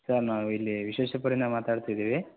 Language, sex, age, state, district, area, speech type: Kannada, male, 18-30, Karnataka, Chitradurga, rural, conversation